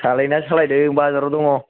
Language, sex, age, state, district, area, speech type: Bodo, male, 18-30, Assam, Kokrajhar, rural, conversation